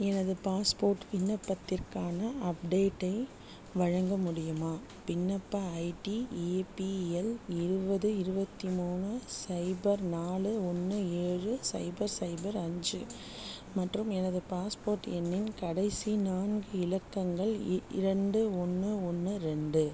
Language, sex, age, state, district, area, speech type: Tamil, female, 30-45, Tamil Nadu, Chennai, urban, read